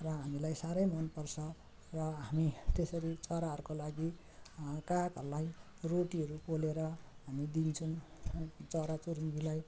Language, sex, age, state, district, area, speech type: Nepali, female, 60+, West Bengal, Jalpaiguri, rural, spontaneous